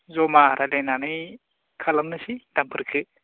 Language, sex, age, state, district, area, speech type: Bodo, male, 18-30, Assam, Baksa, rural, conversation